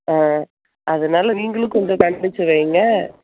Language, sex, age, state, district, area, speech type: Tamil, female, 30-45, Tamil Nadu, Theni, rural, conversation